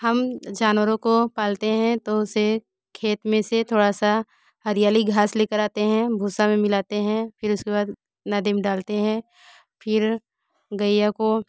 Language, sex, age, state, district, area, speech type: Hindi, female, 30-45, Uttar Pradesh, Bhadohi, rural, spontaneous